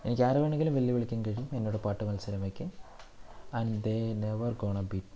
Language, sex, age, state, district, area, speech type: Malayalam, male, 18-30, Kerala, Thiruvananthapuram, rural, spontaneous